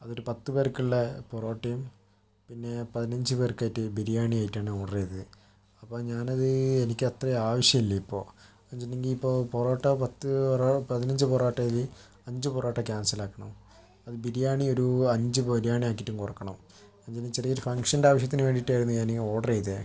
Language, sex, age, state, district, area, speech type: Malayalam, male, 30-45, Kerala, Kozhikode, urban, spontaneous